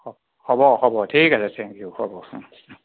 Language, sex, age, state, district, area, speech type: Assamese, male, 30-45, Assam, Nagaon, rural, conversation